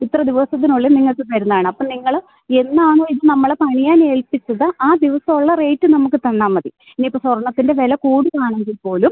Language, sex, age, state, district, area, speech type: Malayalam, female, 30-45, Kerala, Idukki, rural, conversation